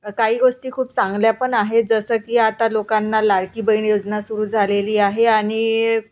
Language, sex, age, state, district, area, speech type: Marathi, female, 30-45, Maharashtra, Nagpur, urban, spontaneous